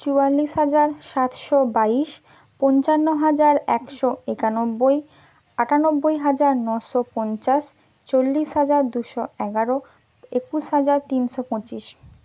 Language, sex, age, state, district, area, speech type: Bengali, female, 30-45, West Bengal, Purba Medinipur, rural, spontaneous